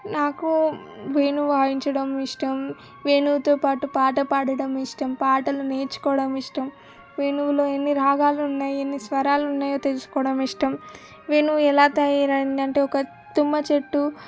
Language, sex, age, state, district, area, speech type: Telugu, female, 18-30, Telangana, Medak, rural, spontaneous